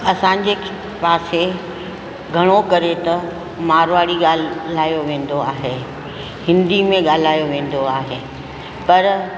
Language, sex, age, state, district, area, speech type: Sindhi, female, 60+, Rajasthan, Ajmer, urban, spontaneous